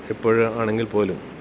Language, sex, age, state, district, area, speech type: Malayalam, male, 30-45, Kerala, Idukki, rural, spontaneous